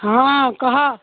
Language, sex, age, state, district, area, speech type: Odia, female, 60+, Odisha, Jharsuguda, rural, conversation